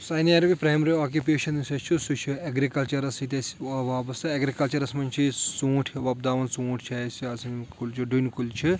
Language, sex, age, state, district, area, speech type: Kashmiri, male, 30-45, Jammu and Kashmir, Anantnag, rural, spontaneous